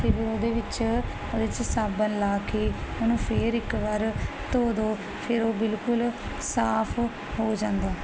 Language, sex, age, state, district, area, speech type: Punjabi, female, 30-45, Punjab, Barnala, rural, spontaneous